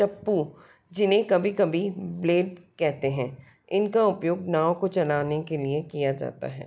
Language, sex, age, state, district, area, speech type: Hindi, female, 45-60, Madhya Pradesh, Bhopal, urban, read